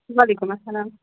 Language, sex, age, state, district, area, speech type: Kashmiri, female, 18-30, Jammu and Kashmir, Ganderbal, rural, conversation